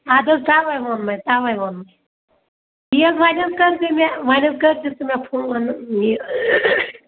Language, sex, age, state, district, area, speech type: Kashmiri, female, 30-45, Jammu and Kashmir, Ganderbal, rural, conversation